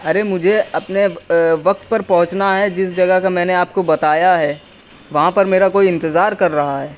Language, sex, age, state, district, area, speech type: Urdu, male, 18-30, Uttar Pradesh, Shahjahanpur, urban, spontaneous